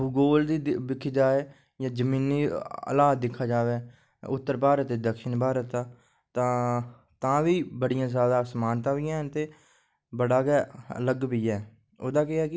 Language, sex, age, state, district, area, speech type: Dogri, male, 45-60, Jammu and Kashmir, Udhampur, rural, spontaneous